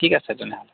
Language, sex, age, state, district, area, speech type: Assamese, male, 30-45, Assam, Jorhat, urban, conversation